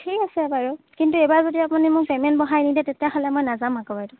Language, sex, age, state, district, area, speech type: Assamese, female, 18-30, Assam, Golaghat, urban, conversation